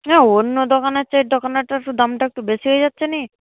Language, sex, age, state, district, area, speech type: Bengali, female, 45-60, West Bengal, Paschim Medinipur, urban, conversation